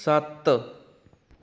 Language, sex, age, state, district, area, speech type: Punjabi, male, 30-45, Punjab, Kapurthala, urban, read